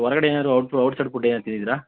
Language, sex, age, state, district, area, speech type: Kannada, male, 30-45, Karnataka, Mandya, rural, conversation